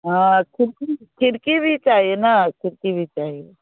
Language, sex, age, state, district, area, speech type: Hindi, female, 30-45, Bihar, Muzaffarpur, rural, conversation